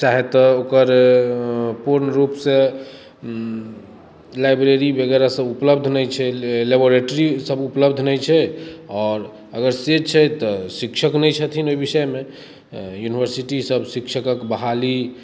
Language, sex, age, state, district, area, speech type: Maithili, male, 30-45, Bihar, Madhubani, rural, spontaneous